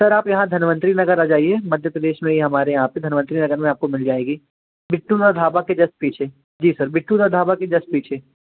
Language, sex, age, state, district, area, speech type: Hindi, male, 18-30, Madhya Pradesh, Jabalpur, urban, conversation